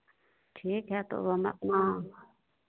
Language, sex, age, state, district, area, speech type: Hindi, female, 60+, Bihar, Begusarai, urban, conversation